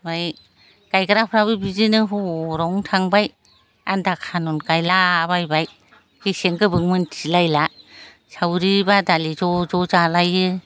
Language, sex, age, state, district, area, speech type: Bodo, female, 60+, Assam, Chirang, rural, spontaneous